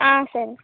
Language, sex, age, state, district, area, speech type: Tamil, female, 18-30, Tamil Nadu, Kallakurichi, rural, conversation